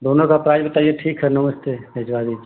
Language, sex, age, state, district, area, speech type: Hindi, male, 30-45, Uttar Pradesh, Ghazipur, rural, conversation